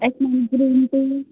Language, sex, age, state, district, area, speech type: Telugu, female, 60+, Andhra Pradesh, Kakinada, rural, conversation